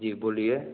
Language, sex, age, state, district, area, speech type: Hindi, male, 18-30, Bihar, Samastipur, rural, conversation